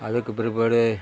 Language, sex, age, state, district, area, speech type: Tamil, male, 60+, Tamil Nadu, Kallakurichi, urban, spontaneous